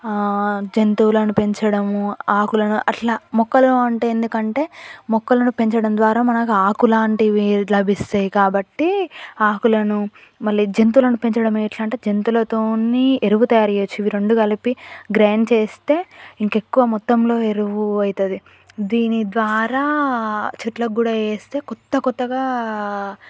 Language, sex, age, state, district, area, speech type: Telugu, female, 18-30, Telangana, Yadadri Bhuvanagiri, rural, spontaneous